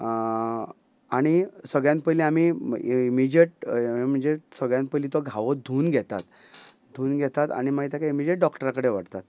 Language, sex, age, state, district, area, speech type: Goan Konkani, male, 45-60, Goa, Ponda, rural, spontaneous